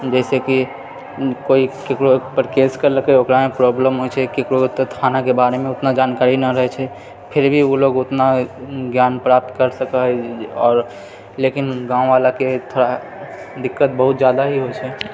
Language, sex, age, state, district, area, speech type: Maithili, male, 30-45, Bihar, Purnia, urban, spontaneous